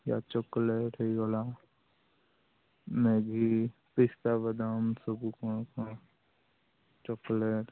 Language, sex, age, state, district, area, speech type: Odia, male, 45-60, Odisha, Sundergarh, rural, conversation